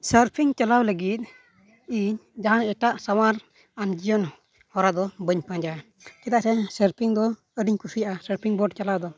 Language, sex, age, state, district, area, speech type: Santali, male, 18-30, Jharkhand, East Singhbhum, rural, spontaneous